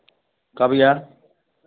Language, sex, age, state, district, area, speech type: Hindi, male, 45-60, Uttar Pradesh, Varanasi, rural, conversation